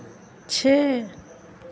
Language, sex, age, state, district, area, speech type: Hindi, female, 60+, Bihar, Madhepura, rural, read